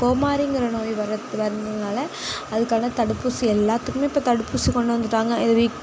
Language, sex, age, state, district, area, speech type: Tamil, female, 18-30, Tamil Nadu, Nagapattinam, rural, spontaneous